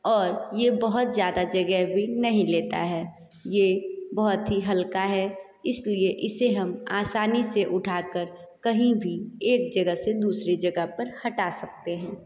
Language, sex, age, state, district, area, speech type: Hindi, female, 30-45, Uttar Pradesh, Sonbhadra, rural, spontaneous